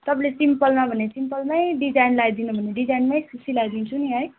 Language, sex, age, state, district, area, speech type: Nepali, female, 18-30, West Bengal, Darjeeling, rural, conversation